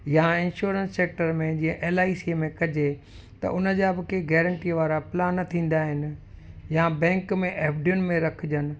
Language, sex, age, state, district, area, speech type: Sindhi, male, 45-60, Gujarat, Kutch, urban, spontaneous